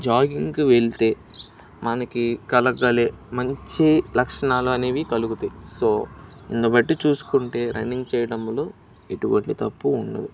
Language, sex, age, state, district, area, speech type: Telugu, male, 18-30, Andhra Pradesh, Bapatla, rural, spontaneous